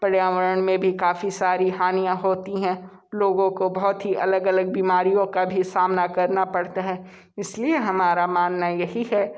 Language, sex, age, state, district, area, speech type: Hindi, male, 30-45, Uttar Pradesh, Sonbhadra, rural, spontaneous